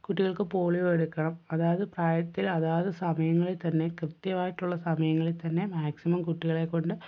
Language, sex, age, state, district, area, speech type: Malayalam, female, 18-30, Kerala, Kozhikode, rural, spontaneous